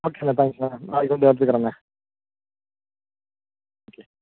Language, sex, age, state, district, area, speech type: Tamil, male, 18-30, Tamil Nadu, Ariyalur, rural, conversation